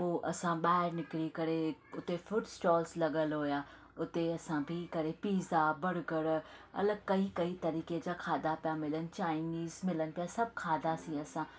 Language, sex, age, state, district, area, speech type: Sindhi, female, 30-45, Maharashtra, Thane, urban, spontaneous